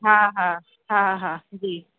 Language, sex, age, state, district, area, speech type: Sindhi, female, 45-60, Delhi, South Delhi, urban, conversation